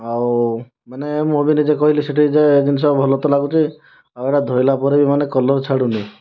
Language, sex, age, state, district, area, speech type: Odia, male, 30-45, Odisha, Kandhamal, rural, spontaneous